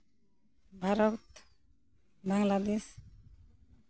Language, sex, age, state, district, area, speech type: Santali, female, 18-30, West Bengal, Purulia, rural, spontaneous